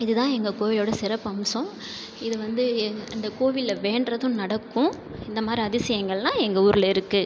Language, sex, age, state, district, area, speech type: Tamil, male, 30-45, Tamil Nadu, Cuddalore, rural, spontaneous